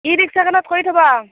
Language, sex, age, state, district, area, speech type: Assamese, female, 18-30, Assam, Barpeta, rural, conversation